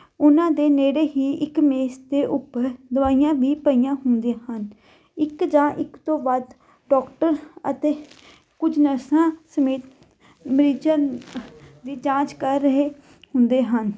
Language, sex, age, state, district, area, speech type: Punjabi, female, 18-30, Punjab, Fatehgarh Sahib, rural, spontaneous